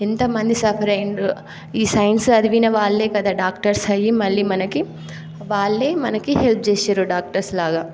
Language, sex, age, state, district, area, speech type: Telugu, female, 18-30, Telangana, Nagarkurnool, rural, spontaneous